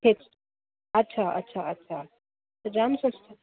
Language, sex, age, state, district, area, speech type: Sindhi, female, 30-45, Maharashtra, Thane, urban, conversation